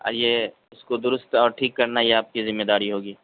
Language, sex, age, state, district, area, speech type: Urdu, male, 18-30, Uttar Pradesh, Saharanpur, urban, conversation